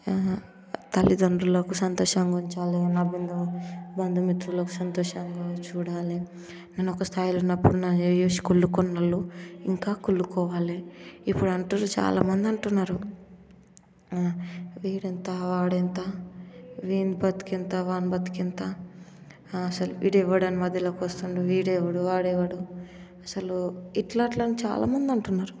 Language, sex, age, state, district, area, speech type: Telugu, female, 18-30, Telangana, Ranga Reddy, urban, spontaneous